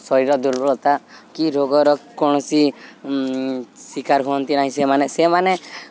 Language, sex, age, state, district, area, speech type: Odia, male, 18-30, Odisha, Subarnapur, urban, spontaneous